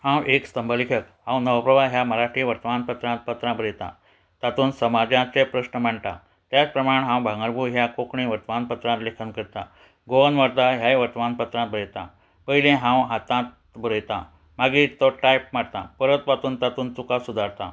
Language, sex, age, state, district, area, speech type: Goan Konkani, male, 60+, Goa, Ponda, rural, spontaneous